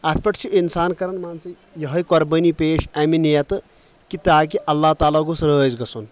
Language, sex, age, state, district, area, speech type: Kashmiri, male, 30-45, Jammu and Kashmir, Kulgam, rural, spontaneous